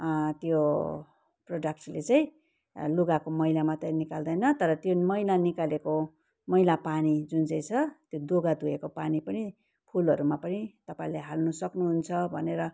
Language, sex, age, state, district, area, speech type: Nepali, female, 45-60, West Bengal, Kalimpong, rural, spontaneous